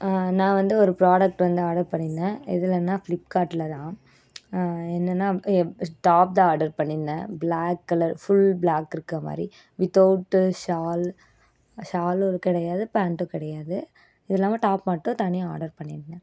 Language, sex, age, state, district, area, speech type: Tamil, female, 18-30, Tamil Nadu, Coimbatore, rural, spontaneous